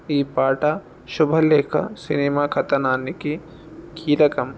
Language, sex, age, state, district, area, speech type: Telugu, male, 18-30, Telangana, Jangaon, urban, spontaneous